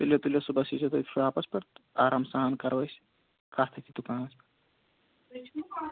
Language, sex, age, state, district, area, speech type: Kashmiri, male, 45-60, Jammu and Kashmir, Shopian, urban, conversation